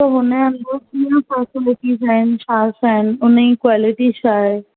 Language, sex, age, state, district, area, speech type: Sindhi, female, 18-30, Maharashtra, Thane, urban, conversation